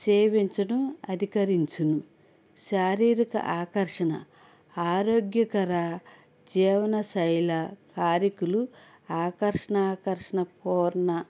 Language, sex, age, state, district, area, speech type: Telugu, female, 45-60, Andhra Pradesh, N T Rama Rao, urban, spontaneous